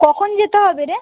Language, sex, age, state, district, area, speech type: Bengali, female, 18-30, West Bengal, Kolkata, urban, conversation